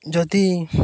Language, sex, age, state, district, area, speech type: Odia, male, 18-30, Odisha, Jagatsinghpur, rural, spontaneous